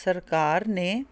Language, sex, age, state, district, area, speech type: Punjabi, female, 30-45, Punjab, Fazilka, rural, spontaneous